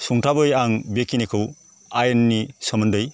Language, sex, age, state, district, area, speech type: Bodo, male, 45-60, Assam, Baksa, rural, spontaneous